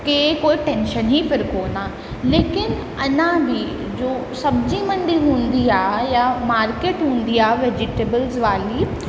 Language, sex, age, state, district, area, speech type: Sindhi, female, 18-30, Uttar Pradesh, Lucknow, urban, spontaneous